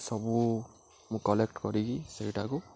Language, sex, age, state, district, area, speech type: Odia, male, 18-30, Odisha, Subarnapur, urban, spontaneous